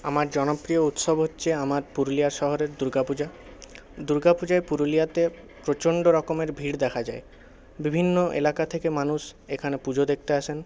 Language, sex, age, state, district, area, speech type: Bengali, male, 18-30, West Bengal, Purulia, urban, spontaneous